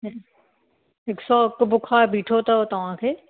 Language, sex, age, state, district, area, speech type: Sindhi, female, 30-45, Maharashtra, Thane, urban, conversation